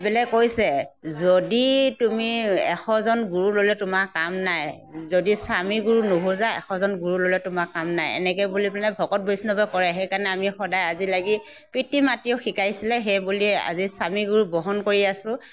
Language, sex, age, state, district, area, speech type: Assamese, female, 60+, Assam, Morigaon, rural, spontaneous